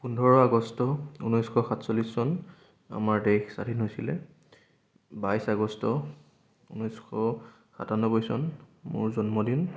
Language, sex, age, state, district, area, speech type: Assamese, male, 18-30, Assam, Sonitpur, rural, spontaneous